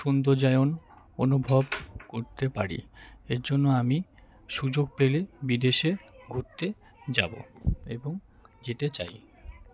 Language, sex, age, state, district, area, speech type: Bengali, male, 18-30, West Bengal, Alipurduar, rural, spontaneous